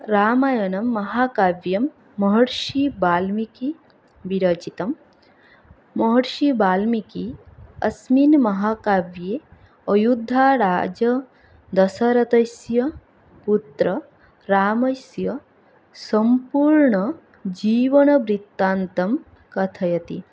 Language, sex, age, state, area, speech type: Sanskrit, female, 18-30, Tripura, rural, spontaneous